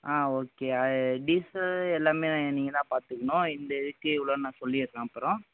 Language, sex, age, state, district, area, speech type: Tamil, male, 18-30, Tamil Nadu, Tiruvarur, urban, conversation